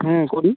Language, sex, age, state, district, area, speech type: Bengali, male, 18-30, West Bengal, Birbhum, urban, conversation